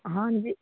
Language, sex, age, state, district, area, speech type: Punjabi, female, 45-60, Punjab, Patiala, rural, conversation